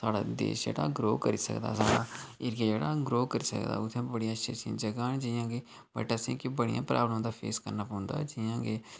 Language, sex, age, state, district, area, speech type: Dogri, male, 30-45, Jammu and Kashmir, Udhampur, rural, spontaneous